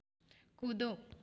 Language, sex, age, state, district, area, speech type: Hindi, female, 18-30, Uttar Pradesh, Chandauli, rural, read